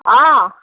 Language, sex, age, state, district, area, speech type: Assamese, female, 60+, Assam, Lakhimpur, rural, conversation